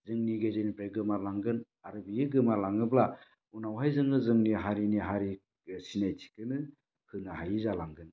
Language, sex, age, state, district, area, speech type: Bodo, male, 45-60, Assam, Baksa, rural, spontaneous